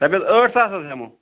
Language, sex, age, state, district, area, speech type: Kashmiri, male, 30-45, Jammu and Kashmir, Bandipora, rural, conversation